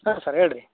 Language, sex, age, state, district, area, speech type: Kannada, male, 18-30, Karnataka, Koppal, rural, conversation